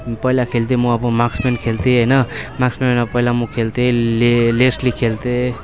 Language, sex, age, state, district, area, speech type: Nepali, male, 18-30, West Bengal, Kalimpong, rural, spontaneous